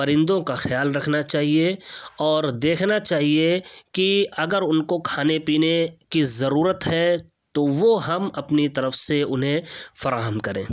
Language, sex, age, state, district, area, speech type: Urdu, male, 18-30, Uttar Pradesh, Ghaziabad, urban, spontaneous